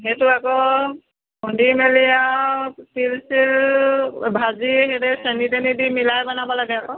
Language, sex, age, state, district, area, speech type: Assamese, female, 30-45, Assam, Jorhat, urban, conversation